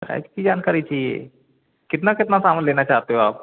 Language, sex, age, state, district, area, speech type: Hindi, male, 30-45, Madhya Pradesh, Gwalior, urban, conversation